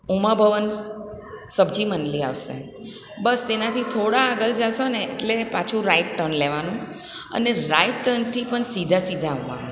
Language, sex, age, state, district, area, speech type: Gujarati, female, 60+, Gujarat, Surat, urban, spontaneous